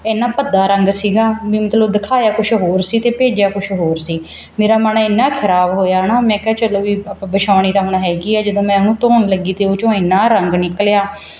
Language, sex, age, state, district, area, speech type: Punjabi, female, 30-45, Punjab, Mansa, urban, spontaneous